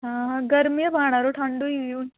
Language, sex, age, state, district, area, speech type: Dogri, female, 18-30, Jammu and Kashmir, Reasi, rural, conversation